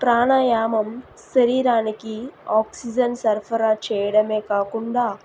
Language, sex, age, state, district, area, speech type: Telugu, female, 18-30, Andhra Pradesh, Nellore, rural, spontaneous